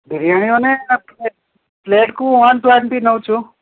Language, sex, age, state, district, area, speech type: Odia, male, 45-60, Odisha, Nabarangpur, rural, conversation